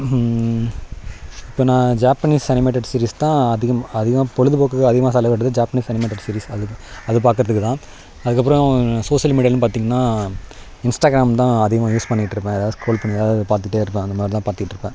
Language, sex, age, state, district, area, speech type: Tamil, male, 30-45, Tamil Nadu, Nagapattinam, rural, spontaneous